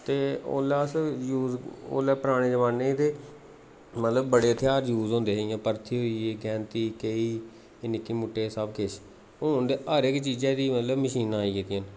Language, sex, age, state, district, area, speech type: Dogri, male, 30-45, Jammu and Kashmir, Jammu, rural, spontaneous